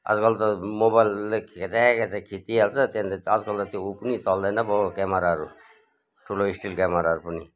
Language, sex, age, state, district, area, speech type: Nepali, male, 60+, West Bengal, Kalimpong, rural, spontaneous